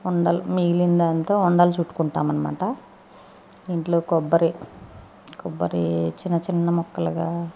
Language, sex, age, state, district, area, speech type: Telugu, female, 60+, Andhra Pradesh, Eluru, rural, spontaneous